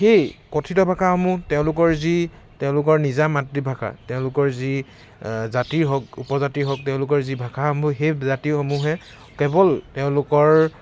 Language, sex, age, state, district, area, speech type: Assamese, male, 18-30, Assam, Charaideo, urban, spontaneous